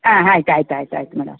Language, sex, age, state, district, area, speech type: Kannada, female, 30-45, Karnataka, Kodagu, rural, conversation